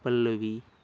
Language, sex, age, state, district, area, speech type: Marathi, male, 18-30, Maharashtra, Hingoli, urban, spontaneous